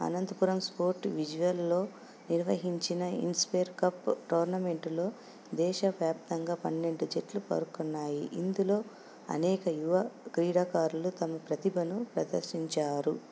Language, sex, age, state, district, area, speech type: Telugu, female, 45-60, Andhra Pradesh, Anantapur, urban, spontaneous